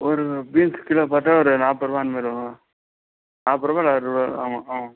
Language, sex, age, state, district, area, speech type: Tamil, male, 18-30, Tamil Nadu, Ranipet, rural, conversation